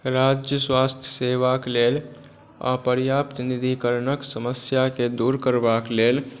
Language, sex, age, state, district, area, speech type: Maithili, male, 18-30, Bihar, Supaul, rural, spontaneous